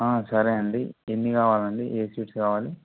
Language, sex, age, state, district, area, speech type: Telugu, male, 18-30, Andhra Pradesh, Anantapur, urban, conversation